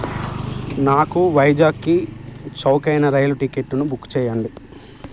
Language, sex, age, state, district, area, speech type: Telugu, male, 18-30, Telangana, Nirmal, rural, read